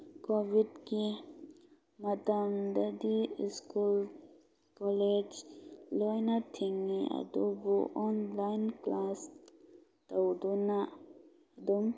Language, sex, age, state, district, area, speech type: Manipuri, female, 18-30, Manipur, Kakching, rural, spontaneous